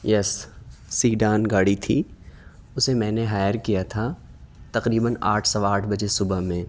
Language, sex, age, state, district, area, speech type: Urdu, male, 18-30, Delhi, South Delhi, urban, spontaneous